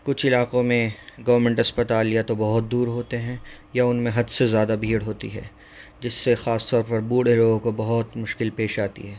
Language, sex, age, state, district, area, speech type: Urdu, male, 18-30, Delhi, North East Delhi, urban, spontaneous